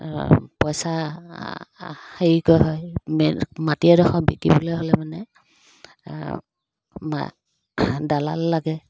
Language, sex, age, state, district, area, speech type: Assamese, female, 30-45, Assam, Dibrugarh, rural, spontaneous